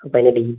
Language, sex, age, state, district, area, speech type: Malayalam, male, 18-30, Kerala, Wayanad, rural, conversation